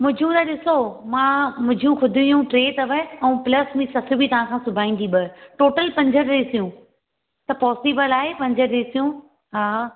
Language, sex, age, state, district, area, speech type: Sindhi, female, 30-45, Gujarat, Surat, urban, conversation